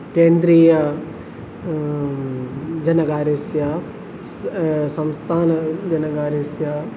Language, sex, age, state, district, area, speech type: Sanskrit, male, 18-30, Kerala, Thrissur, urban, spontaneous